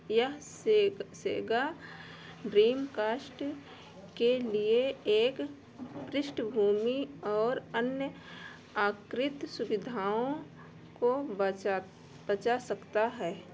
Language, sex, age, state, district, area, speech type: Hindi, female, 60+, Uttar Pradesh, Ayodhya, urban, read